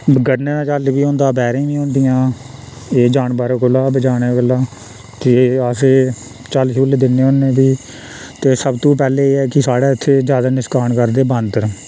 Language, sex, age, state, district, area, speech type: Dogri, male, 30-45, Jammu and Kashmir, Reasi, rural, spontaneous